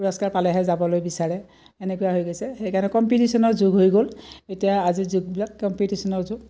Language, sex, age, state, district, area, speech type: Assamese, female, 60+, Assam, Udalguri, rural, spontaneous